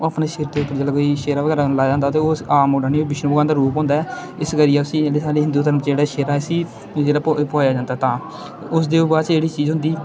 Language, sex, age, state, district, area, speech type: Dogri, male, 18-30, Jammu and Kashmir, Kathua, rural, spontaneous